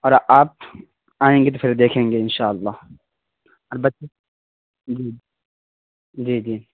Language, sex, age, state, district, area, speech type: Urdu, male, 30-45, Bihar, Khagaria, rural, conversation